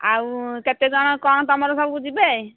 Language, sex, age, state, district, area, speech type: Odia, female, 45-60, Odisha, Angul, rural, conversation